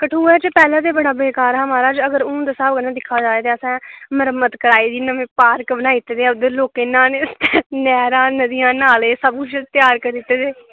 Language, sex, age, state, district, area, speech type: Dogri, female, 18-30, Jammu and Kashmir, Kathua, rural, conversation